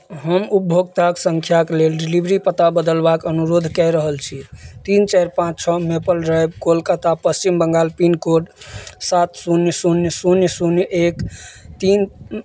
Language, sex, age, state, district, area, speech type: Maithili, male, 30-45, Bihar, Madhubani, rural, read